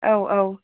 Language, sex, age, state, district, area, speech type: Bodo, female, 18-30, Assam, Kokrajhar, rural, conversation